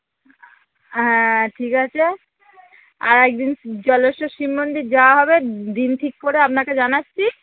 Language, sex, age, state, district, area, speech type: Bengali, female, 45-60, West Bengal, North 24 Parganas, urban, conversation